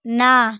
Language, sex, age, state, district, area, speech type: Bengali, female, 45-60, West Bengal, South 24 Parganas, rural, read